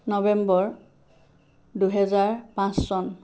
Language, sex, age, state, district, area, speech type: Assamese, female, 45-60, Assam, Sivasagar, rural, spontaneous